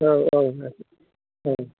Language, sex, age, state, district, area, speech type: Bodo, male, 45-60, Assam, Kokrajhar, urban, conversation